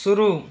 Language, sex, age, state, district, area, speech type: Hindi, male, 45-60, Rajasthan, Karauli, rural, read